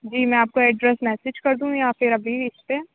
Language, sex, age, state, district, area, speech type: Urdu, female, 18-30, Uttar Pradesh, Aligarh, urban, conversation